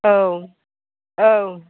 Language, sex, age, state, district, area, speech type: Bodo, female, 60+, Assam, Chirang, urban, conversation